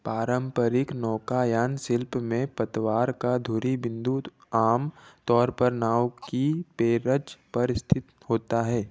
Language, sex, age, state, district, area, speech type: Hindi, male, 18-30, Madhya Pradesh, Betul, rural, read